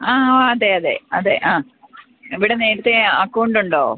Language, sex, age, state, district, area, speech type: Malayalam, female, 30-45, Kerala, Kollam, rural, conversation